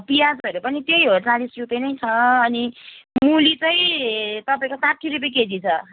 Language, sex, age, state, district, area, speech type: Nepali, female, 30-45, West Bengal, Kalimpong, rural, conversation